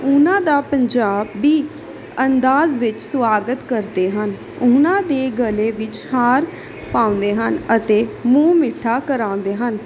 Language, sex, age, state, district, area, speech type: Punjabi, female, 18-30, Punjab, Pathankot, urban, spontaneous